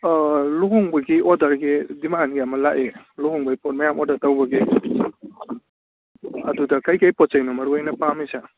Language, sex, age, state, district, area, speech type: Manipuri, male, 30-45, Manipur, Kakching, rural, conversation